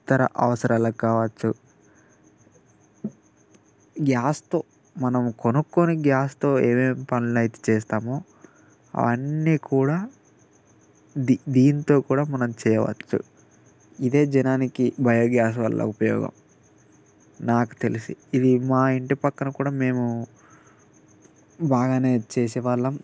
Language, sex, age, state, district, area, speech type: Telugu, male, 45-60, Telangana, Mancherial, rural, spontaneous